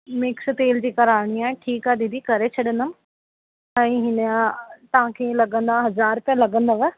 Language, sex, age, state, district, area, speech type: Sindhi, female, 18-30, Rajasthan, Ajmer, urban, conversation